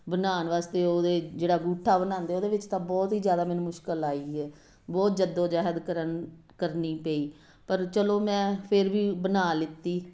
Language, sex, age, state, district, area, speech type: Punjabi, female, 45-60, Punjab, Jalandhar, urban, spontaneous